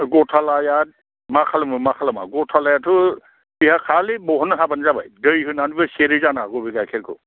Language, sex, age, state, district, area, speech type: Bodo, male, 60+, Assam, Chirang, rural, conversation